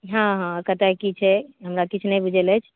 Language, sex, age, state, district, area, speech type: Maithili, female, 45-60, Bihar, Saharsa, urban, conversation